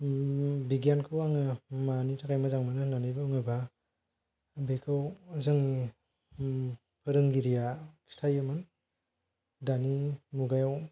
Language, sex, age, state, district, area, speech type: Bodo, male, 18-30, Assam, Kokrajhar, rural, spontaneous